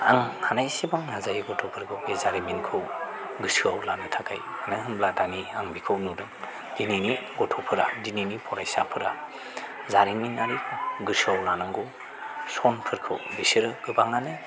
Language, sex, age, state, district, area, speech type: Bodo, male, 45-60, Assam, Chirang, rural, spontaneous